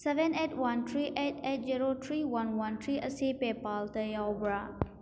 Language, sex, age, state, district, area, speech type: Manipuri, female, 18-30, Manipur, Churachandpur, rural, read